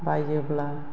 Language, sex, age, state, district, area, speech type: Bodo, female, 60+, Assam, Chirang, rural, spontaneous